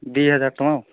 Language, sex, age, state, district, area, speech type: Odia, male, 45-60, Odisha, Angul, rural, conversation